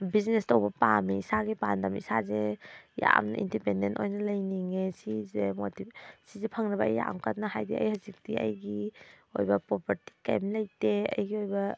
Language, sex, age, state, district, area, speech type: Manipuri, female, 30-45, Manipur, Thoubal, rural, spontaneous